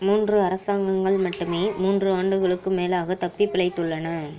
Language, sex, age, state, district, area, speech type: Tamil, female, 30-45, Tamil Nadu, Ariyalur, rural, read